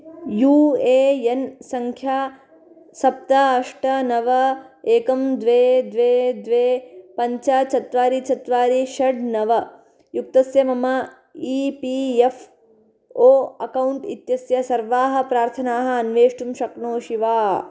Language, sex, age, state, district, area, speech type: Sanskrit, female, 18-30, Karnataka, Bagalkot, urban, read